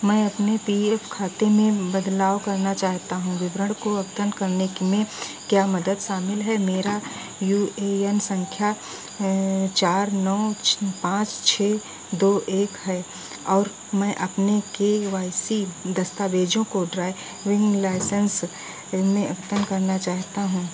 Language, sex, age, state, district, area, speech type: Hindi, female, 45-60, Uttar Pradesh, Sitapur, rural, read